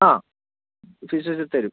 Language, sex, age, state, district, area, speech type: Malayalam, male, 60+, Kerala, Palakkad, rural, conversation